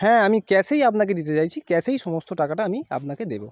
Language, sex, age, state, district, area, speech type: Bengali, male, 30-45, West Bengal, North 24 Parganas, urban, spontaneous